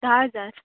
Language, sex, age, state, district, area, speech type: Goan Konkani, female, 18-30, Goa, Canacona, rural, conversation